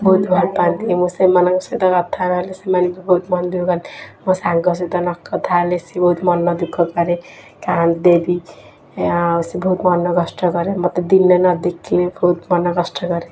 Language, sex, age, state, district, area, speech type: Odia, female, 18-30, Odisha, Kendujhar, urban, spontaneous